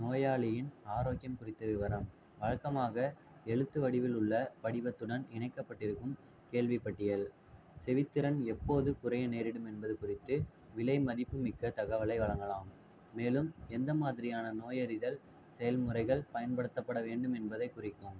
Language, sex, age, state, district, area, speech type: Tamil, male, 45-60, Tamil Nadu, Ariyalur, rural, read